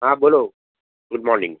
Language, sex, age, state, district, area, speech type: Gujarati, male, 60+, Gujarat, Anand, urban, conversation